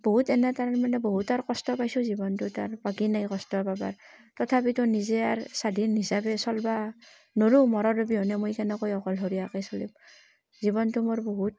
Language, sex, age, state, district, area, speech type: Assamese, female, 30-45, Assam, Barpeta, rural, spontaneous